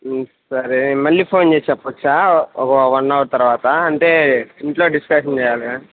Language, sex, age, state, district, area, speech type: Telugu, male, 18-30, Andhra Pradesh, Visakhapatnam, rural, conversation